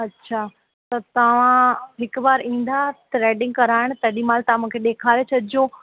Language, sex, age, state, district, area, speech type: Sindhi, female, 18-30, Rajasthan, Ajmer, urban, conversation